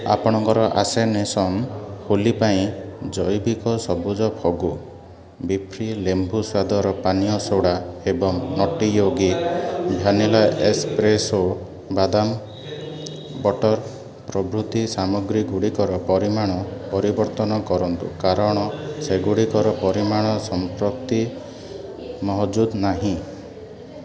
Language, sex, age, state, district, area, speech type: Odia, male, 18-30, Odisha, Ganjam, urban, read